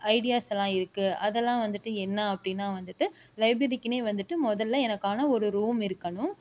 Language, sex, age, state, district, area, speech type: Tamil, female, 30-45, Tamil Nadu, Erode, rural, spontaneous